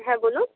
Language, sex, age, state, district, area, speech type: Bengali, female, 30-45, West Bengal, Purba Medinipur, rural, conversation